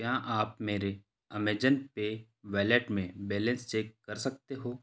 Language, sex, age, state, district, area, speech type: Hindi, male, 30-45, Madhya Pradesh, Betul, rural, read